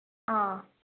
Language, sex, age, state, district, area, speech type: Manipuri, female, 30-45, Manipur, Senapati, rural, conversation